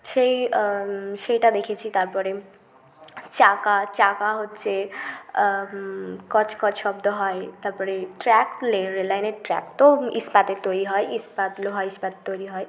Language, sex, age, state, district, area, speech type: Bengali, female, 18-30, West Bengal, Bankura, urban, spontaneous